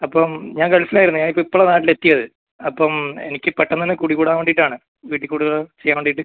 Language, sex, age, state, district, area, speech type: Malayalam, male, 18-30, Kerala, Kasaragod, rural, conversation